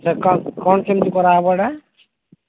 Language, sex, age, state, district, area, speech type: Odia, male, 45-60, Odisha, Sambalpur, rural, conversation